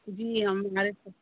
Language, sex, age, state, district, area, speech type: Hindi, female, 30-45, Uttar Pradesh, Azamgarh, rural, conversation